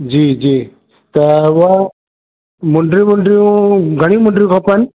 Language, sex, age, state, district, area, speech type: Sindhi, male, 30-45, Madhya Pradesh, Katni, rural, conversation